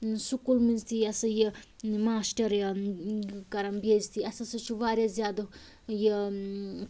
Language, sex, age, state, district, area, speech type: Kashmiri, female, 45-60, Jammu and Kashmir, Anantnag, rural, spontaneous